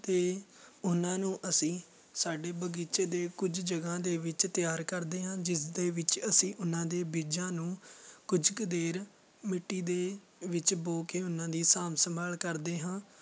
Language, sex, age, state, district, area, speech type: Punjabi, male, 18-30, Punjab, Fatehgarh Sahib, rural, spontaneous